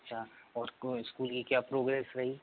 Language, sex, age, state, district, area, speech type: Hindi, male, 18-30, Madhya Pradesh, Narsinghpur, rural, conversation